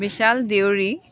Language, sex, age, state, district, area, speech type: Assamese, female, 30-45, Assam, Dibrugarh, urban, spontaneous